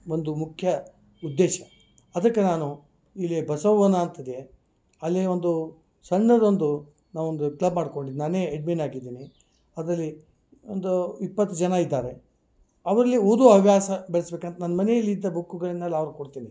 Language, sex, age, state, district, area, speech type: Kannada, male, 60+, Karnataka, Dharwad, rural, spontaneous